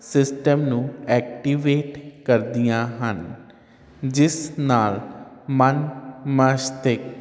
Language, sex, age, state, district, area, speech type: Punjabi, male, 30-45, Punjab, Hoshiarpur, urban, spontaneous